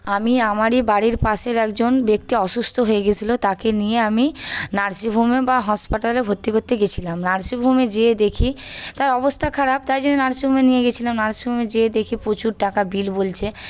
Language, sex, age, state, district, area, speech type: Bengali, female, 18-30, West Bengal, Paschim Medinipur, urban, spontaneous